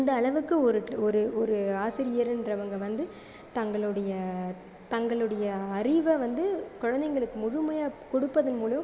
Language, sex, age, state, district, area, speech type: Tamil, female, 30-45, Tamil Nadu, Sivaganga, rural, spontaneous